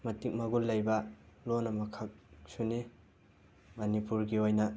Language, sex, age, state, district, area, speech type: Manipuri, male, 30-45, Manipur, Imphal West, rural, spontaneous